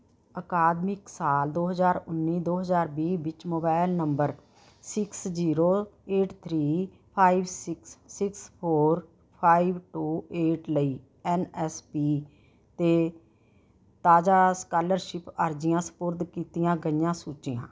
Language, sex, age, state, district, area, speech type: Punjabi, female, 60+, Punjab, Rupnagar, urban, read